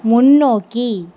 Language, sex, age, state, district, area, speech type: Tamil, female, 18-30, Tamil Nadu, Sivaganga, rural, read